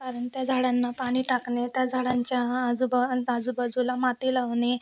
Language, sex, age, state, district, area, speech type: Marathi, female, 30-45, Maharashtra, Nagpur, rural, spontaneous